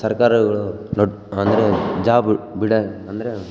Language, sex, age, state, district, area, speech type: Kannada, male, 18-30, Karnataka, Bellary, rural, spontaneous